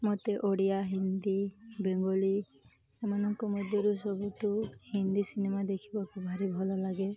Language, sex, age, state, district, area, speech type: Odia, female, 18-30, Odisha, Malkangiri, urban, spontaneous